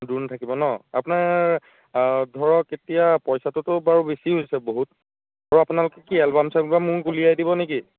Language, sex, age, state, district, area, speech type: Assamese, male, 30-45, Assam, Biswanath, rural, conversation